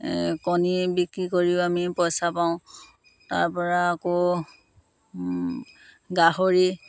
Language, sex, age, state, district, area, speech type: Assamese, female, 30-45, Assam, Dhemaji, rural, spontaneous